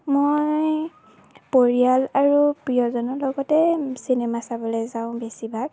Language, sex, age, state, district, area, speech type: Assamese, female, 18-30, Assam, Lakhimpur, rural, spontaneous